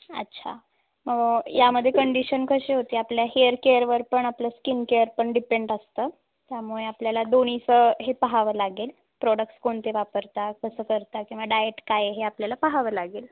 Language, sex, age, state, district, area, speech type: Marathi, female, 18-30, Maharashtra, Osmanabad, rural, conversation